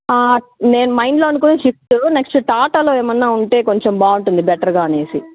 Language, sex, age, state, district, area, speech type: Telugu, female, 30-45, Andhra Pradesh, Sri Balaji, rural, conversation